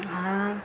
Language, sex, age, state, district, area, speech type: Marathi, female, 30-45, Maharashtra, Ratnagiri, rural, spontaneous